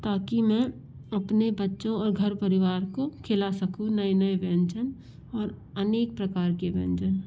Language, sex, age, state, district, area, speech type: Hindi, female, 60+, Madhya Pradesh, Bhopal, urban, spontaneous